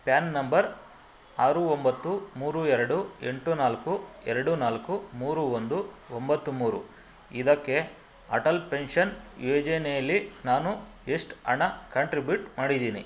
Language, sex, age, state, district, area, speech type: Kannada, male, 45-60, Karnataka, Bangalore Urban, rural, read